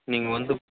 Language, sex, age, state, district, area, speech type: Tamil, male, 30-45, Tamil Nadu, Chengalpattu, rural, conversation